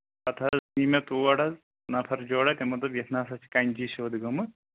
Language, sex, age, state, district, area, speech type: Kashmiri, male, 18-30, Jammu and Kashmir, Anantnag, rural, conversation